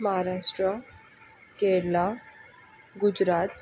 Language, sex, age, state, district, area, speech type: Marathi, female, 45-60, Maharashtra, Thane, urban, spontaneous